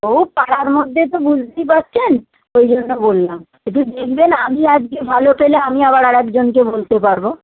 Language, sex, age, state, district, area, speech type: Bengali, female, 45-60, West Bengal, Howrah, urban, conversation